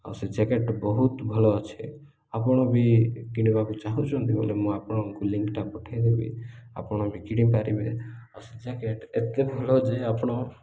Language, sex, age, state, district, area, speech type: Odia, male, 30-45, Odisha, Koraput, urban, spontaneous